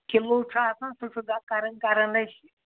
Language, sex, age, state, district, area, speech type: Kashmiri, female, 60+, Jammu and Kashmir, Anantnag, rural, conversation